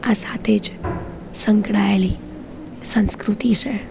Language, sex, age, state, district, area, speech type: Gujarati, female, 18-30, Gujarat, Junagadh, urban, spontaneous